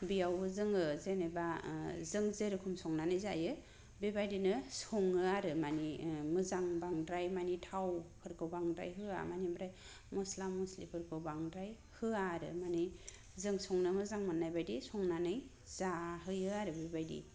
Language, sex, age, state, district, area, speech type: Bodo, female, 30-45, Assam, Kokrajhar, rural, spontaneous